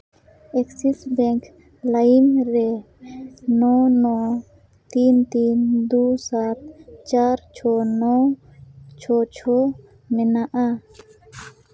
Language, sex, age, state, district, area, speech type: Santali, female, 18-30, Jharkhand, Seraikela Kharsawan, rural, read